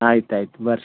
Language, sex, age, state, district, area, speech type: Kannada, male, 18-30, Karnataka, Bidar, urban, conversation